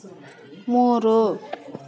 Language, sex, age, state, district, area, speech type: Kannada, female, 45-60, Karnataka, Kolar, rural, read